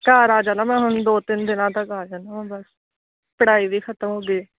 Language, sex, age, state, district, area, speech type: Punjabi, female, 18-30, Punjab, Kapurthala, urban, conversation